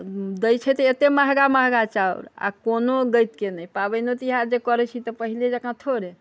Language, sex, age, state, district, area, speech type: Maithili, female, 60+, Bihar, Sitamarhi, rural, spontaneous